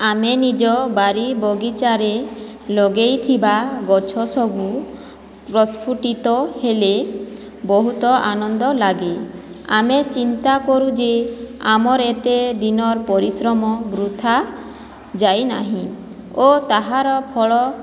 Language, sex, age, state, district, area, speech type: Odia, female, 30-45, Odisha, Boudh, rural, spontaneous